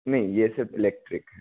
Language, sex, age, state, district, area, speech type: Hindi, male, 60+, Madhya Pradesh, Bhopal, urban, conversation